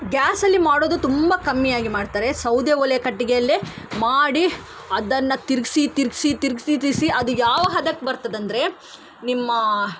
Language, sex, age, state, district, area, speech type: Kannada, female, 30-45, Karnataka, Udupi, rural, spontaneous